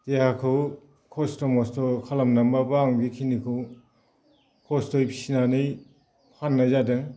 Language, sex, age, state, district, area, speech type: Bodo, male, 45-60, Assam, Baksa, rural, spontaneous